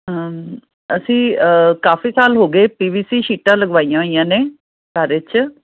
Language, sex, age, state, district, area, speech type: Punjabi, female, 30-45, Punjab, Fazilka, rural, conversation